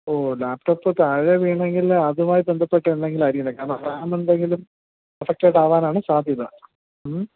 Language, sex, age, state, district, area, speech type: Malayalam, male, 30-45, Kerala, Thiruvananthapuram, urban, conversation